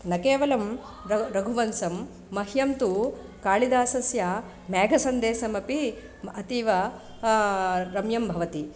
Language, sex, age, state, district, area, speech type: Sanskrit, female, 45-60, Andhra Pradesh, East Godavari, urban, spontaneous